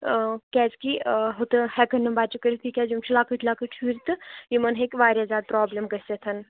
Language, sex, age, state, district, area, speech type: Kashmiri, female, 45-60, Jammu and Kashmir, Kupwara, urban, conversation